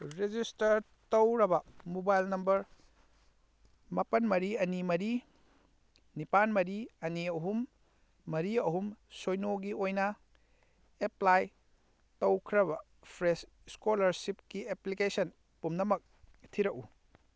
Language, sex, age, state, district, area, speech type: Manipuri, male, 30-45, Manipur, Kakching, rural, read